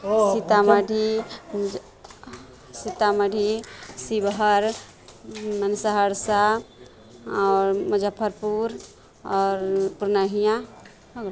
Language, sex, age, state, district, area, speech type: Maithili, female, 30-45, Bihar, Sitamarhi, rural, spontaneous